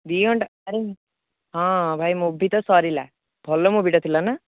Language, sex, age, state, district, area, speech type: Odia, male, 18-30, Odisha, Jagatsinghpur, rural, conversation